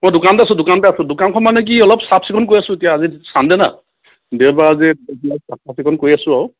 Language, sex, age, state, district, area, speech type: Assamese, male, 30-45, Assam, Sivasagar, rural, conversation